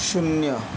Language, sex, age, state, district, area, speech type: Marathi, male, 60+, Maharashtra, Yavatmal, urban, read